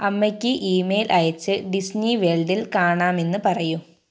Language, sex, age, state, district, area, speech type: Malayalam, female, 18-30, Kerala, Wayanad, rural, read